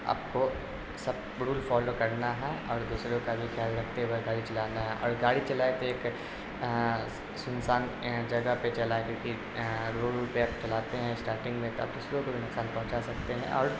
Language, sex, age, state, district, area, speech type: Urdu, male, 18-30, Bihar, Darbhanga, urban, spontaneous